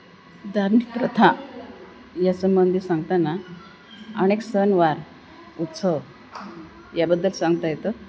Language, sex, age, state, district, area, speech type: Marathi, female, 45-60, Maharashtra, Nanded, rural, spontaneous